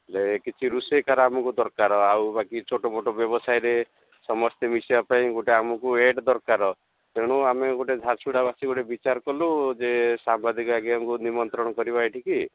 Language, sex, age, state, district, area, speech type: Odia, male, 60+, Odisha, Jharsuguda, rural, conversation